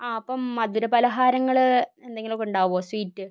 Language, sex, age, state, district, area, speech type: Malayalam, female, 30-45, Kerala, Kozhikode, urban, spontaneous